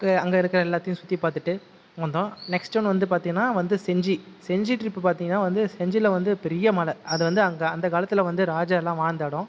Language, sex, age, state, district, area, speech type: Tamil, male, 30-45, Tamil Nadu, Viluppuram, urban, spontaneous